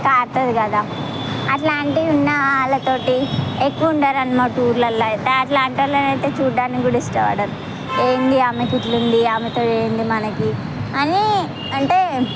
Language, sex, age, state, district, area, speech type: Telugu, female, 18-30, Telangana, Mahbubnagar, rural, spontaneous